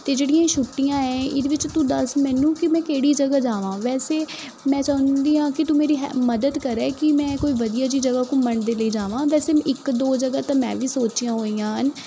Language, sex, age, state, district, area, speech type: Punjabi, female, 18-30, Punjab, Kapurthala, urban, spontaneous